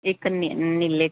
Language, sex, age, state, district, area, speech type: Punjabi, female, 30-45, Punjab, Mansa, urban, conversation